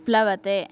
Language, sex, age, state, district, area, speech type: Sanskrit, female, 18-30, Karnataka, Bagalkot, rural, read